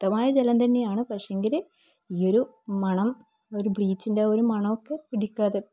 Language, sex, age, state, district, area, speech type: Malayalam, female, 18-30, Kerala, Kannur, rural, spontaneous